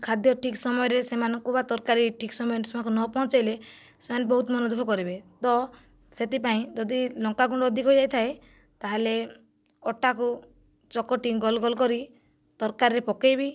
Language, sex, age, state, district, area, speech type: Odia, female, 45-60, Odisha, Kandhamal, rural, spontaneous